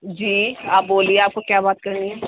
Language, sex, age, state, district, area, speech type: Urdu, female, 30-45, Uttar Pradesh, Muzaffarnagar, urban, conversation